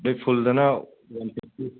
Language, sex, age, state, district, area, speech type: Manipuri, male, 30-45, Manipur, Kangpokpi, urban, conversation